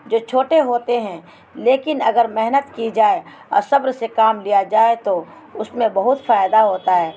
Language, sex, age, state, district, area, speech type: Urdu, female, 45-60, Bihar, Araria, rural, spontaneous